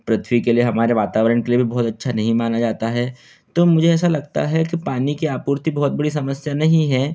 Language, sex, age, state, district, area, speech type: Hindi, male, 18-30, Madhya Pradesh, Betul, urban, spontaneous